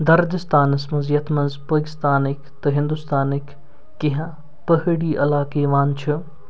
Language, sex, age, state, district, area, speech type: Kashmiri, male, 45-60, Jammu and Kashmir, Srinagar, urban, spontaneous